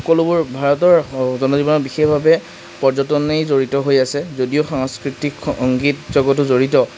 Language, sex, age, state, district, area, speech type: Assamese, male, 60+, Assam, Darrang, rural, spontaneous